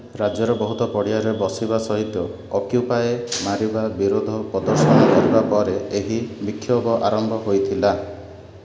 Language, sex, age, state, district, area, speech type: Odia, male, 18-30, Odisha, Ganjam, urban, read